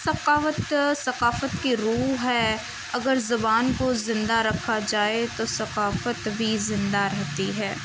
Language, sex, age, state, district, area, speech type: Urdu, female, 18-30, Uttar Pradesh, Muzaffarnagar, rural, spontaneous